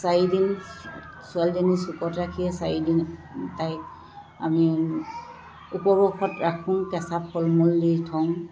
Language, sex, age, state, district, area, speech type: Assamese, female, 60+, Assam, Dibrugarh, urban, spontaneous